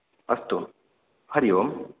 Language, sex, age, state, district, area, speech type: Sanskrit, male, 18-30, Karnataka, Uttara Kannada, urban, conversation